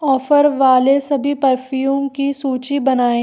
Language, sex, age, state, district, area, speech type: Hindi, female, 30-45, Rajasthan, Karauli, urban, read